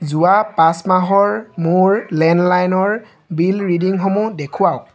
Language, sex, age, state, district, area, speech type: Assamese, male, 18-30, Assam, Tinsukia, urban, read